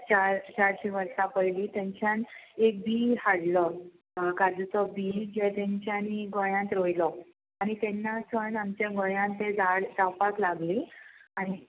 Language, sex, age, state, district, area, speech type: Goan Konkani, female, 18-30, Goa, Salcete, rural, conversation